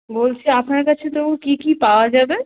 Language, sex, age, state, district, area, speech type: Bengali, female, 18-30, West Bengal, South 24 Parganas, rural, conversation